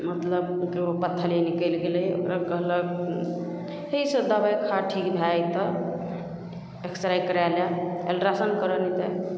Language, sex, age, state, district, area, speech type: Maithili, female, 18-30, Bihar, Araria, rural, spontaneous